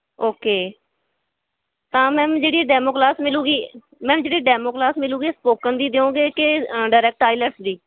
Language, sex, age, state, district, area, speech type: Punjabi, female, 18-30, Punjab, Bathinda, rural, conversation